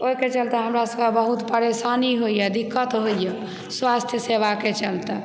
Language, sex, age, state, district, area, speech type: Maithili, female, 30-45, Bihar, Supaul, urban, spontaneous